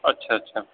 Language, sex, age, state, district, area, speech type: Urdu, male, 18-30, Bihar, Saharsa, rural, conversation